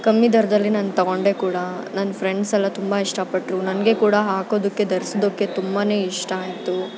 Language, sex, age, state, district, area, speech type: Kannada, female, 18-30, Karnataka, Bangalore Urban, urban, spontaneous